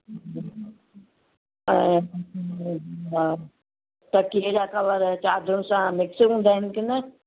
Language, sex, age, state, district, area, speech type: Sindhi, female, 60+, Gujarat, Surat, urban, conversation